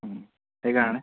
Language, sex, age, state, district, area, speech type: Assamese, male, 18-30, Assam, Sonitpur, rural, conversation